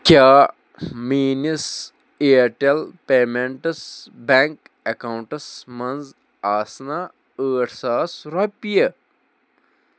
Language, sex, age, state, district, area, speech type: Kashmiri, male, 18-30, Jammu and Kashmir, Bandipora, rural, read